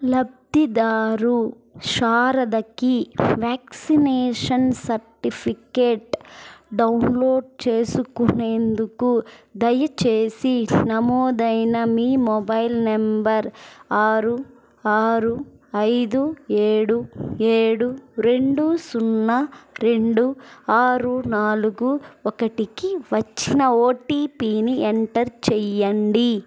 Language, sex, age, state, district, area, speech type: Telugu, female, 18-30, Andhra Pradesh, Chittoor, rural, read